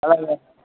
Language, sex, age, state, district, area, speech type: Telugu, male, 60+, Andhra Pradesh, Krishna, urban, conversation